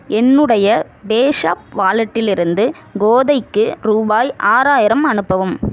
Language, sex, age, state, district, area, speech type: Tamil, female, 45-60, Tamil Nadu, Ariyalur, rural, read